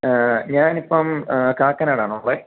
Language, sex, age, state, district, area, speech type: Malayalam, male, 18-30, Kerala, Idukki, rural, conversation